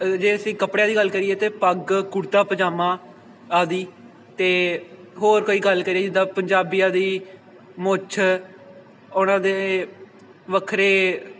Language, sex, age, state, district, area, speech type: Punjabi, male, 18-30, Punjab, Pathankot, rural, spontaneous